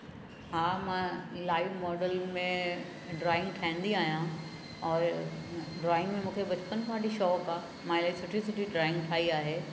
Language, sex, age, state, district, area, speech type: Sindhi, female, 60+, Uttar Pradesh, Lucknow, rural, spontaneous